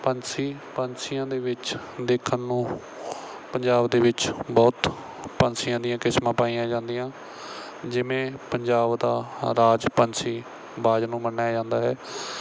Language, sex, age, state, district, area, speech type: Punjabi, male, 18-30, Punjab, Bathinda, rural, spontaneous